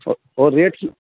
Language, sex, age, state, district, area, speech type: Bengali, male, 45-60, West Bengal, Hooghly, rural, conversation